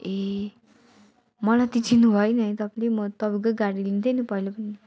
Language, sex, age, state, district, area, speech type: Nepali, female, 30-45, West Bengal, Darjeeling, rural, spontaneous